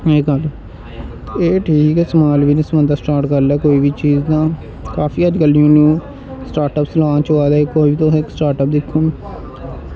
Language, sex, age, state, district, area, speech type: Dogri, male, 18-30, Jammu and Kashmir, Jammu, rural, spontaneous